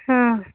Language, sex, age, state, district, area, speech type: Hindi, female, 18-30, Uttar Pradesh, Azamgarh, rural, conversation